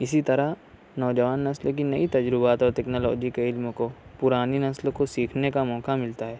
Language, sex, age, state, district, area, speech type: Urdu, male, 45-60, Maharashtra, Nashik, urban, spontaneous